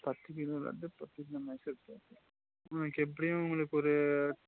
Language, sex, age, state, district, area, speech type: Tamil, male, 30-45, Tamil Nadu, Nilgiris, urban, conversation